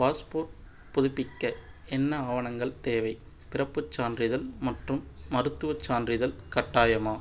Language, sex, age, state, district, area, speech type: Tamil, male, 18-30, Tamil Nadu, Madurai, urban, read